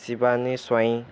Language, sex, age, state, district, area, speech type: Odia, male, 18-30, Odisha, Ganjam, urban, spontaneous